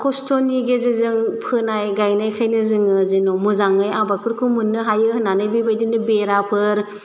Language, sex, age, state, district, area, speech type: Bodo, female, 30-45, Assam, Chirang, rural, spontaneous